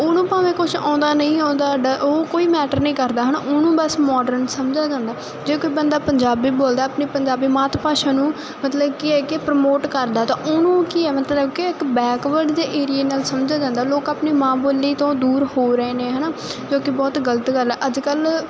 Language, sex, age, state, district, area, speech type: Punjabi, female, 18-30, Punjab, Muktsar, urban, spontaneous